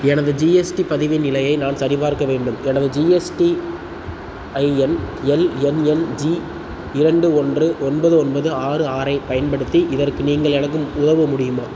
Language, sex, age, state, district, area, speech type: Tamil, male, 18-30, Tamil Nadu, Tiruchirappalli, rural, read